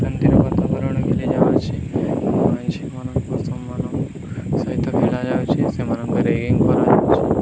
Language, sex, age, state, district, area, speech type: Odia, male, 18-30, Odisha, Nuapada, urban, spontaneous